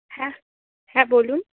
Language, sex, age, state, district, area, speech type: Bengali, female, 30-45, West Bengal, Hooghly, urban, conversation